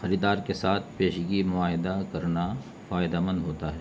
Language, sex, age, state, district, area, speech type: Urdu, male, 45-60, Bihar, Gaya, rural, spontaneous